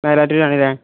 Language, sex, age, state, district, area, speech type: Malayalam, male, 18-30, Kerala, Malappuram, rural, conversation